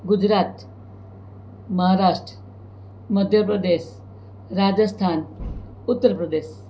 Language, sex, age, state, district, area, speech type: Gujarati, female, 60+, Gujarat, Surat, urban, spontaneous